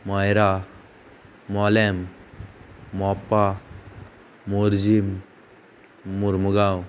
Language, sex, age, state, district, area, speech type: Goan Konkani, female, 18-30, Goa, Murmgao, urban, spontaneous